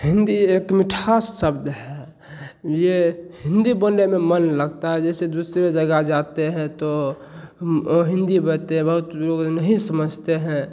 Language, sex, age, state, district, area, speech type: Hindi, male, 18-30, Bihar, Begusarai, rural, spontaneous